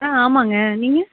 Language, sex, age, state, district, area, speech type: Tamil, female, 18-30, Tamil Nadu, Coimbatore, rural, conversation